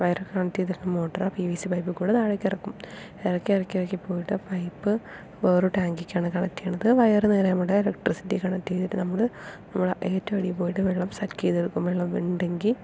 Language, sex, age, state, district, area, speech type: Malayalam, female, 18-30, Kerala, Palakkad, rural, spontaneous